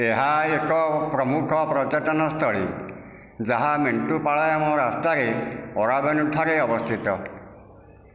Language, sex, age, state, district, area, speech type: Odia, male, 60+, Odisha, Nayagarh, rural, read